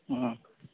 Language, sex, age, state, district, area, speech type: Hindi, male, 30-45, Bihar, Madhepura, rural, conversation